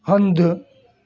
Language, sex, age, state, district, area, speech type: Sindhi, male, 45-60, Delhi, South Delhi, urban, read